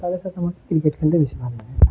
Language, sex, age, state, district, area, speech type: Bengali, male, 18-30, West Bengal, Murshidabad, urban, spontaneous